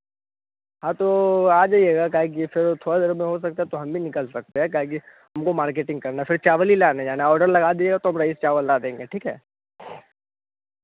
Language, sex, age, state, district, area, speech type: Hindi, male, 18-30, Bihar, Vaishali, rural, conversation